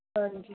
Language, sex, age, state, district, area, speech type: Dogri, female, 18-30, Jammu and Kashmir, Jammu, rural, conversation